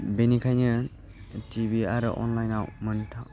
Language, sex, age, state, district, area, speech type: Bodo, male, 18-30, Assam, Baksa, rural, spontaneous